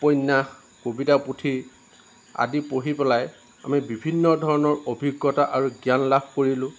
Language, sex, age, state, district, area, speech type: Assamese, male, 45-60, Assam, Lakhimpur, rural, spontaneous